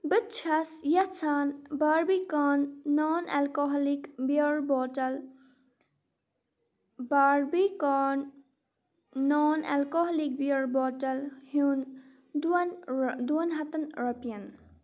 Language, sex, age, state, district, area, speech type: Kashmiri, female, 45-60, Jammu and Kashmir, Kupwara, rural, read